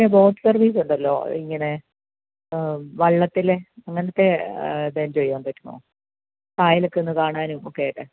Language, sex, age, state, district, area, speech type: Malayalam, female, 45-60, Kerala, Pathanamthitta, rural, conversation